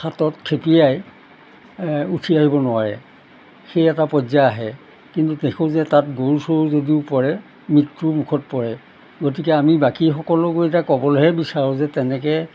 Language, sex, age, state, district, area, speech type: Assamese, male, 60+, Assam, Golaghat, urban, spontaneous